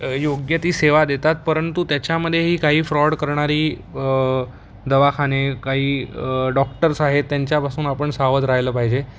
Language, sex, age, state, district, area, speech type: Marathi, male, 18-30, Maharashtra, Mumbai Suburban, urban, spontaneous